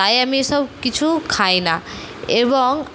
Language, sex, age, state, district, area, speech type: Bengali, female, 30-45, West Bengal, Purulia, rural, spontaneous